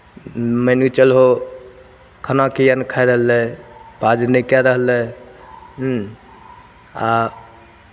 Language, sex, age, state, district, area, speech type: Maithili, male, 30-45, Bihar, Begusarai, urban, spontaneous